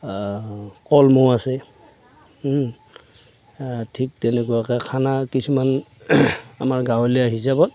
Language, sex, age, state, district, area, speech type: Assamese, male, 45-60, Assam, Darrang, rural, spontaneous